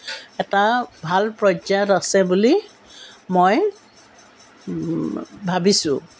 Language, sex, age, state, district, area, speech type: Assamese, female, 60+, Assam, Jorhat, urban, spontaneous